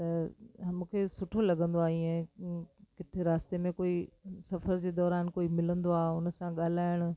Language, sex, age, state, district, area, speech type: Sindhi, female, 60+, Delhi, South Delhi, urban, spontaneous